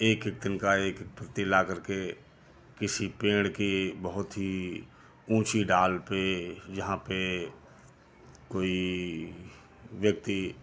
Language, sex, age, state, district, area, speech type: Hindi, male, 60+, Uttar Pradesh, Lucknow, rural, spontaneous